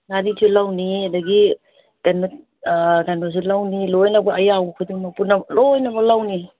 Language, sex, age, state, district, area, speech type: Manipuri, female, 60+, Manipur, Kangpokpi, urban, conversation